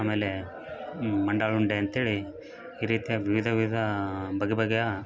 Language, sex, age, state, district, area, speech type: Kannada, male, 30-45, Karnataka, Bellary, rural, spontaneous